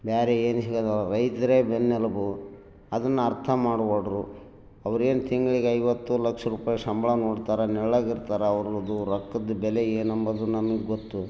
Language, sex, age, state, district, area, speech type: Kannada, male, 60+, Karnataka, Bellary, rural, spontaneous